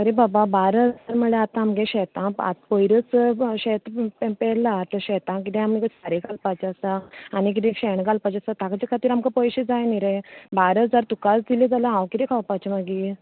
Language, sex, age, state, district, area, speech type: Goan Konkani, female, 18-30, Goa, Canacona, rural, conversation